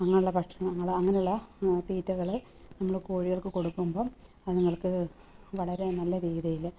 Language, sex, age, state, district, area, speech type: Malayalam, female, 30-45, Kerala, Alappuzha, rural, spontaneous